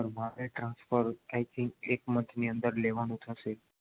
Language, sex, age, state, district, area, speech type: Gujarati, male, 18-30, Gujarat, Ahmedabad, rural, conversation